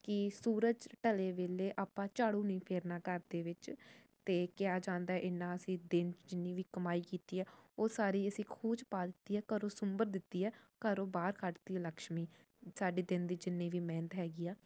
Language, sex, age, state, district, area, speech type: Punjabi, female, 18-30, Punjab, Jalandhar, urban, spontaneous